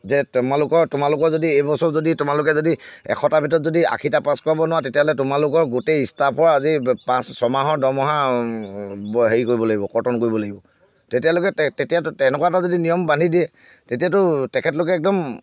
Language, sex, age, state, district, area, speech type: Assamese, male, 60+, Assam, Charaideo, urban, spontaneous